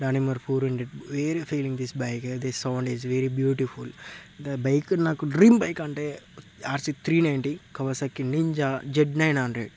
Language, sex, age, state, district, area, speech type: Telugu, male, 18-30, Telangana, Peddapalli, rural, spontaneous